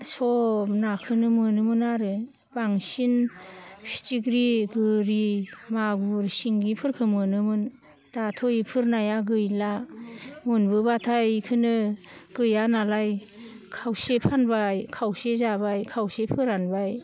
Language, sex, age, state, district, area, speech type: Bodo, female, 60+, Assam, Baksa, urban, spontaneous